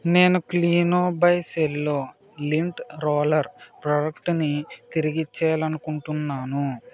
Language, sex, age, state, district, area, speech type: Telugu, male, 30-45, Andhra Pradesh, Kakinada, rural, read